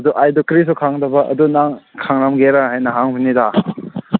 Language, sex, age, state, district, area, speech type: Manipuri, male, 18-30, Manipur, Kangpokpi, urban, conversation